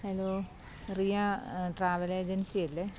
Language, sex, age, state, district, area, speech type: Malayalam, female, 30-45, Kerala, Kottayam, rural, spontaneous